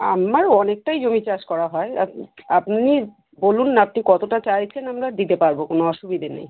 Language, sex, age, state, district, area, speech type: Bengali, female, 30-45, West Bengal, Birbhum, urban, conversation